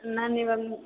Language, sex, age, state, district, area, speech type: Kannada, female, 18-30, Karnataka, Chamarajanagar, rural, conversation